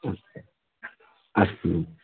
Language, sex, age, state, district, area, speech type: Sanskrit, male, 18-30, Telangana, Karimnagar, urban, conversation